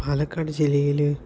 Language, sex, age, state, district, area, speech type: Malayalam, male, 30-45, Kerala, Palakkad, rural, spontaneous